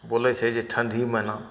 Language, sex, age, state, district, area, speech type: Maithili, male, 60+, Bihar, Madhepura, urban, spontaneous